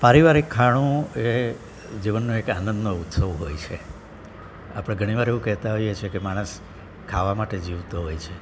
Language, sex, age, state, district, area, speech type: Gujarati, male, 60+, Gujarat, Surat, urban, spontaneous